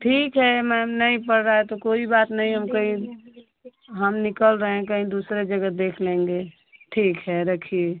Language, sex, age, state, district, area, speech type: Hindi, female, 30-45, Uttar Pradesh, Ghazipur, rural, conversation